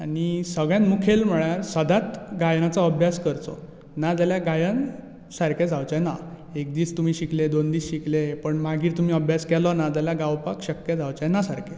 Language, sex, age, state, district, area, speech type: Goan Konkani, male, 18-30, Goa, Bardez, rural, spontaneous